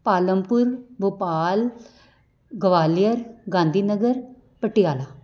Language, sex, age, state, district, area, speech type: Punjabi, female, 30-45, Punjab, Amritsar, urban, spontaneous